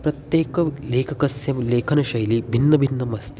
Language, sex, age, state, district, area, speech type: Sanskrit, male, 18-30, Maharashtra, Solapur, urban, spontaneous